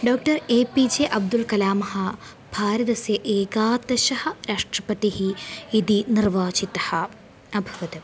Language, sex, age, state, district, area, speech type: Sanskrit, female, 18-30, Kerala, Palakkad, rural, spontaneous